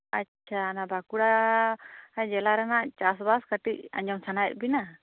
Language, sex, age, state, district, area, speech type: Santali, female, 45-60, West Bengal, Bankura, rural, conversation